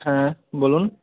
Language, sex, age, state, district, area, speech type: Bengali, male, 18-30, West Bengal, Murshidabad, urban, conversation